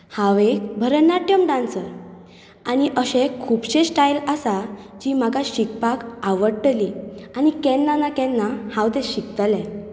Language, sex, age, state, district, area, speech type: Goan Konkani, female, 18-30, Goa, Bardez, urban, spontaneous